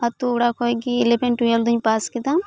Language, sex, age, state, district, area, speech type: Santali, female, 18-30, West Bengal, Purulia, rural, spontaneous